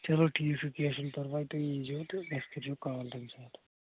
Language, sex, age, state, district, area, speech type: Kashmiri, male, 18-30, Jammu and Kashmir, Anantnag, rural, conversation